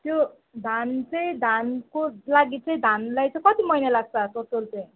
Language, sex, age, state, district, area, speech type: Nepali, female, 30-45, West Bengal, Jalpaiguri, urban, conversation